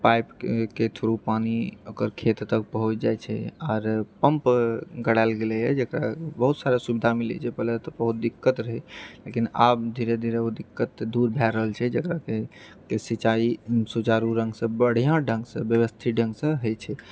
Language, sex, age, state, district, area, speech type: Maithili, male, 45-60, Bihar, Purnia, rural, spontaneous